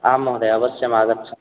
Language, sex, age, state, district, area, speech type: Sanskrit, male, 18-30, Odisha, Ganjam, rural, conversation